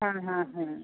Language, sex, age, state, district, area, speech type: Bengali, male, 30-45, West Bengal, Paschim Medinipur, urban, conversation